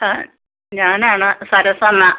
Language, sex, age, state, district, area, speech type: Malayalam, female, 60+, Kerala, Alappuzha, rural, conversation